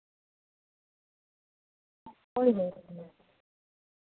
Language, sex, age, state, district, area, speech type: Santali, female, 45-60, West Bengal, Paschim Bardhaman, urban, conversation